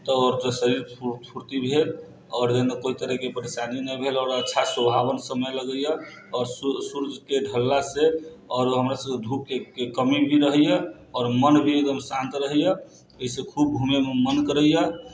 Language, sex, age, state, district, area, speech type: Maithili, male, 30-45, Bihar, Sitamarhi, rural, spontaneous